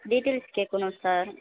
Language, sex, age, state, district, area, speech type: Tamil, female, 18-30, Tamil Nadu, Madurai, urban, conversation